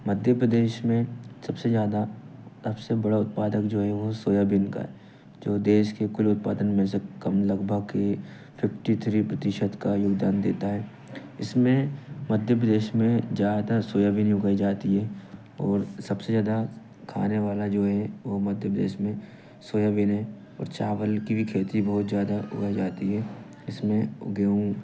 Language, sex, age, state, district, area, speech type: Hindi, male, 18-30, Madhya Pradesh, Bhopal, urban, spontaneous